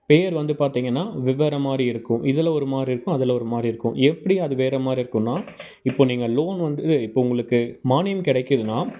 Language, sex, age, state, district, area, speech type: Tamil, male, 18-30, Tamil Nadu, Dharmapuri, rural, spontaneous